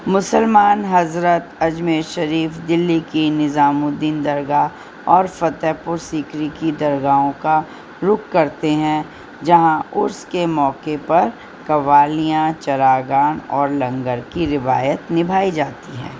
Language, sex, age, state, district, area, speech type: Urdu, female, 60+, Delhi, North East Delhi, urban, spontaneous